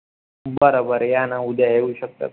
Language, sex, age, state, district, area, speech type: Marathi, male, 30-45, Maharashtra, Nagpur, rural, conversation